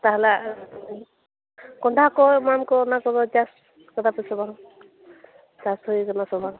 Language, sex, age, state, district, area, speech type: Santali, female, 30-45, West Bengal, Bankura, rural, conversation